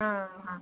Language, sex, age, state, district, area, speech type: Malayalam, female, 30-45, Kerala, Kasaragod, rural, conversation